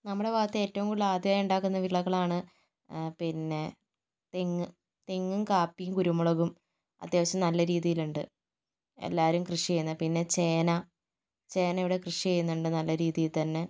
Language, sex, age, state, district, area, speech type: Malayalam, female, 30-45, Kerala, Kozhikode, rural, spontaneous